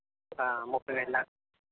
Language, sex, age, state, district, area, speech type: Telugu, male, 30-45, Andhra Pradesh, East Godavari, urban, conversation